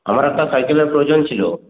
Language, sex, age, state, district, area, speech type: Bengali, male, 18-30, West Bengal, Purulia, rural, conversation